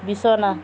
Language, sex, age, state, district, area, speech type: Assamese, female, 18-30, Assam, Kamrup Metropolitan, urban, read